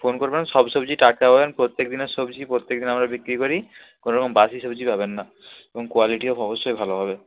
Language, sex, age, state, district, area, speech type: Bengali, male, 18-30, West Bengal, Nadia, rural, conversation